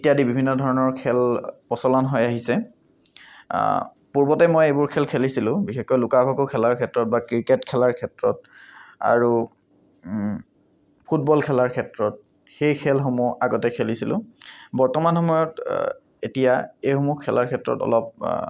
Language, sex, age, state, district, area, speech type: Assamese, male, 18-30, Assam, Kamrup Metropolitan, urban, spontaneous